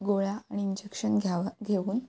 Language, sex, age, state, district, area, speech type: Marathi, female, 18-30, Maharashtra, Ratnagiri, rural, spontaneous